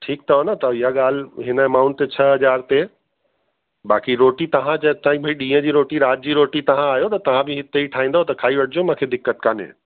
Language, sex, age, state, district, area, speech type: Sindhi, female, 30-45, Uttar Pradesh, Lucknow, rural, conversation